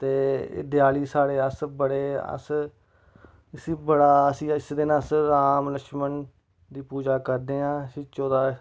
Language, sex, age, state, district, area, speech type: Dogri, male, 30-45, Jammu and Kashmir, Samba, rural, spontaneous